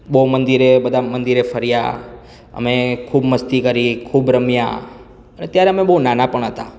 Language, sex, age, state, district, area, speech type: Gujarati, male, 30-45, Gujarat, Surat, rural, spontaneous